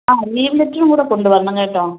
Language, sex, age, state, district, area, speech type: Malayalam, female, 30-45, Kerala, Thiruvananthapuram, rural, conversation